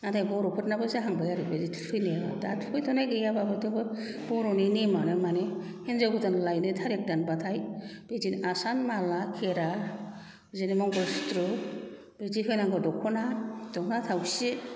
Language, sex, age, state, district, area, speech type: Bodo, female, 60+, Assam, Kokrajhar, rural, spontaneous